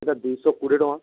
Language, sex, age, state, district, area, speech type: Odia, male, 45-60, Odisha, Nuapada, urban, conversation